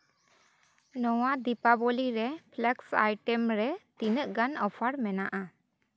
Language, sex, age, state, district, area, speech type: Santali, female, 18-30, West Bengal, Jhargram, rural, read